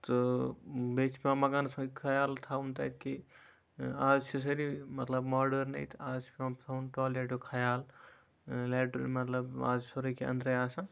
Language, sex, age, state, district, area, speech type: Kashmiri, male, 30-45, Jammu and Kashmir, Kupwara, rural, spontaneous